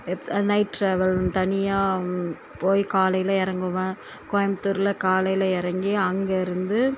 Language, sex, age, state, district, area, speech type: Tamil, female, 45-60, Tamil Nadu, Thoothukudi, urban, spontaneous